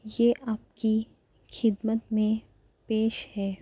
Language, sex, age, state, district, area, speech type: Urdu, female, 18-30, Delhi, Central Delhi, urban, spontaneous